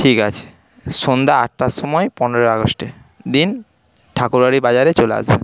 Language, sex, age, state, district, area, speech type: Bengali, male, 30-45, West Bengal, Paschim Medinipur, rural, spontaneous